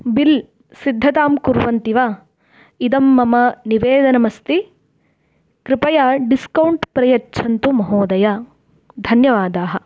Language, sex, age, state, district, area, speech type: Sanskrit, female, 18-30, Karnataka, Uttara Kannada, rural, spontaneous